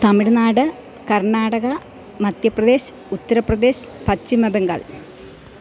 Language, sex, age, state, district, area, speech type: Malayalam, female, 45-60, Kerala, Thiruvananthapuram, rural, spontaneous